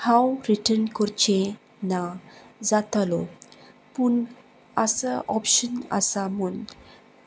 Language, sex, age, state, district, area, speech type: Goan Konkani, female, 30-45, Goa, Salcete, rural, spontaneous